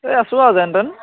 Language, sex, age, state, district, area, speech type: Assamese, male, 18-30, Assam, Charaideo, urban, conversation